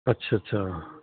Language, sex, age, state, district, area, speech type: Punjabi, male, 60+, Punjab, Fazilka, rural, conversation